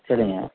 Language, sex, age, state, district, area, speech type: Tamil, male, 45-60, Tamil Nadu, Dharmapuri, urban, conversation